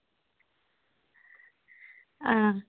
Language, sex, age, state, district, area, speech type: Dogri, female, 45-60, Jammu and Kashmir, Reasi, rural, conversation